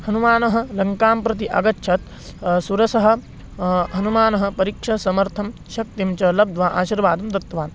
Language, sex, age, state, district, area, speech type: Sanskrit, male, 18-30, Maharashtra, Beed, urban, spontaneous